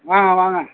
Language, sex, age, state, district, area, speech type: Tamil, male, 60+, Tamil Nadu, Thanjavur, rural, conversation